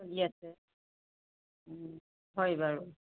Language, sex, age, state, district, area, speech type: Assamese, female, 30-45, Assam, Jorhat, urban, conversation